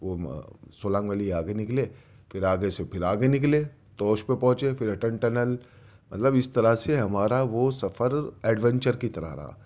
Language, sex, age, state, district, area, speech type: Urdu, male, 30-45, Delhi, Central Delhi, urban, spontaneous